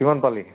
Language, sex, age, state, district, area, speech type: Assamese, male, 30-45, Assam, Charaideo, urban, conversation